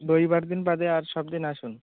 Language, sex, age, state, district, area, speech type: Bengali, male, 18-30, West Bengal, Birbhum, urban, conversation